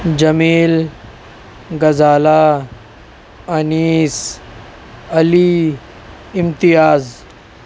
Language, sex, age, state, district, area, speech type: Urdu, male, 18-30, Maharashtra, Nashik, urban, spontaneous